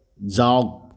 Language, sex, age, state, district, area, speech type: Assamese, male, 30-45, Assam, Nagaon, rural, read